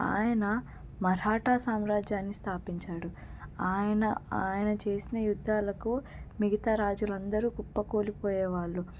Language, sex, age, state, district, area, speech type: Telugu, female, 18-30, Telangana, Medak, rural, spontaneous